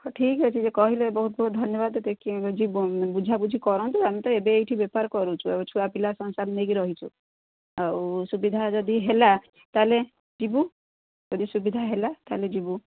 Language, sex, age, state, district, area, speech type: Odia, female, 60+, Odisha, Gajapati, rural, conversation